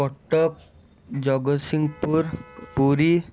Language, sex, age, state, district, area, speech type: Odia, male, 18-30, Odisha, Cuttack, urban, spontaneous